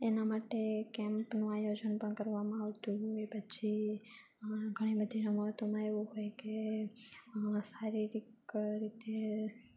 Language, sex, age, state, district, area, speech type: Gujarati, female, 18-30, Gujarat, Junagadh, urban, spontaneous